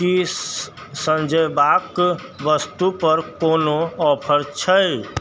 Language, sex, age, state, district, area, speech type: Maithili, male, 30-45, Bihar, Sitamarhi, urban, read